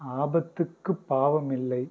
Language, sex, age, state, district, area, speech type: Tamil, male, 45-60, Tamil Nadu, Pudukkottai, rural, spontaneous